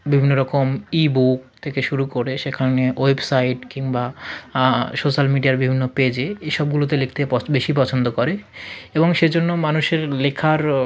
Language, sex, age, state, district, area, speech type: Bengali, male, 45-60, West Bengal, South 24 Parganas, rural, spontaneous